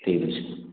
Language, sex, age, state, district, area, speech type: Bengali, male, 18-30, West Bengal, Purulia, rural, conversation